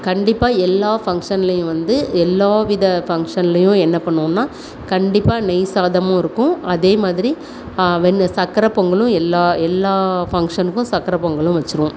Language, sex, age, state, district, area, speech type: Tamil, female, 30-45, Tamil Nadu, Thoothukudi, urban, spontaneous